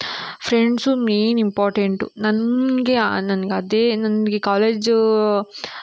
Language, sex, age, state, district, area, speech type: Kannada, female, 18-30, Karnataka, Tumkur, urban, spontaneous